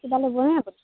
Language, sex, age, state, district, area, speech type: Assamese, female, 18-30, Assam, Majuli, urban, conversation